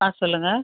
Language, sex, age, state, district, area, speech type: Tamil, female, 30-45, Tamil Nadu, Tiruchirappalli, rural, conversation